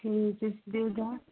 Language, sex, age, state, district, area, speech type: Kashmiri, female, 18-30, Jammu and Kashmir, Ganderbal, rural, conversation